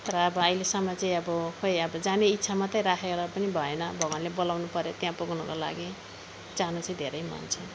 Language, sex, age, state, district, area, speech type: Nepali, female, 45-60, West Bengal, Alipurduar, urban, spontaneous